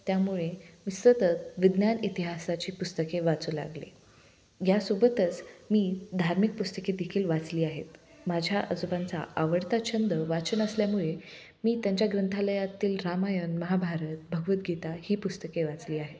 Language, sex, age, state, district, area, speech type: Marathi, female, 18-30, Maharashtra, Osmanabad, rural, spontaneous